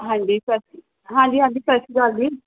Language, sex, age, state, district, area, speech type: Punjabi, female, 30-45, Punjab, Gurdaspur, urban, conversation